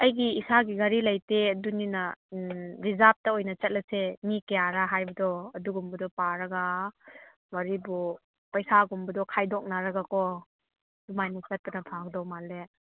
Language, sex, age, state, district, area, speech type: Manipuri, female, 30-45, Manipur, Chandel, rural, conversation